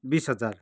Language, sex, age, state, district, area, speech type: Nepali, male, 45-60, West Bengal, Kalimpong, rural, spontaneous